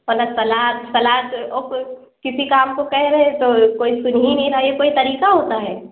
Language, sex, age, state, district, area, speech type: Urdu, female, 30-45, Uttar Pradesh, Lucknow, rural, conversation